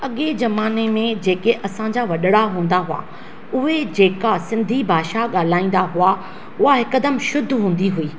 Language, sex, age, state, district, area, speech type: Sindhi, female, 45-60, Maharashtra, Thane, urban, spontaneous